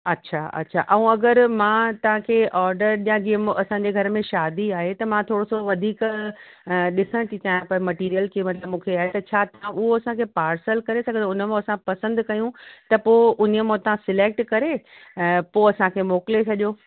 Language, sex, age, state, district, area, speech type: Sindhi, female, 30-45, Uttar Pradesh, Lucknow, urban, conversation